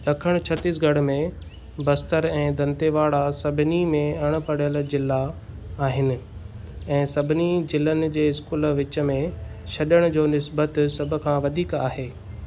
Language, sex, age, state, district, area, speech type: Sindhi, male, 30-45, Maharashtra, Thane, urban, read